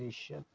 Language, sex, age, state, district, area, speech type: Marathi, male, 30-45, Maharashtra, Gadchiroli, rural, spontaneous